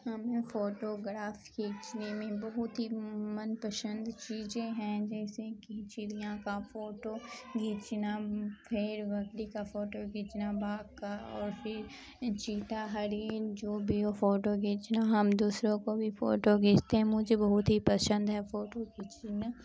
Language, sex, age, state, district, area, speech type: Urdu, female, 18-30, Bihar, Khagaria, rural, spontaneous